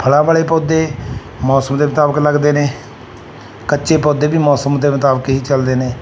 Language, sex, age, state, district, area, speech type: Punjabi, male, 45-60, Punjab, Mansa, urban, spontaneous